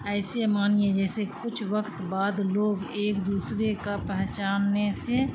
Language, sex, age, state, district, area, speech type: Urdu, female, 60+, Bihar, Khagaria, rural, spontaneous